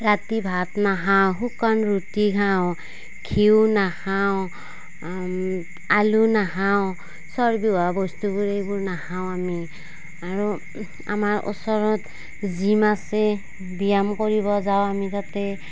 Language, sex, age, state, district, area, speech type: Assamese, female, 45-60, Assam, Darrang, rural, spontaneous